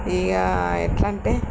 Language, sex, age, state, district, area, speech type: Telugu, female, 60+, Telangana, Peddapalli, rural, spontaneous